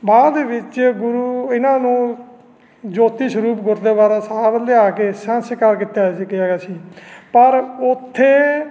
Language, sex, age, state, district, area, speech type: Punjabi, male, 45-60, Punjab, Fatehgarh Sahib, urban, spontaneous